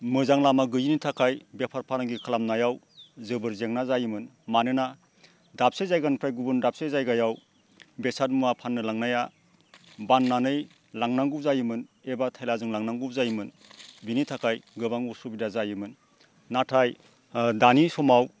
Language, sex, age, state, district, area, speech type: Bodo, male, 45-60, Assam, Baksa, rural, spontaneous